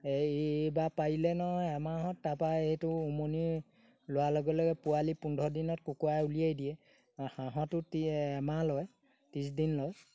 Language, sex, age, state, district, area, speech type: Assamese, male, 60+, Assam, Golaghat, rural, spontaneous